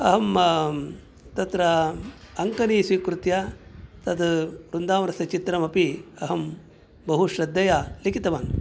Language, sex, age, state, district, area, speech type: Sanskrit, male, 60+, Karnataka, Udupi, rural, spontaneous